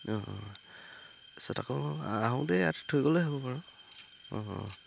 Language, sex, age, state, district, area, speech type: Assamese, male, 45-60, Assam, Tinsukia, rural, spontaneous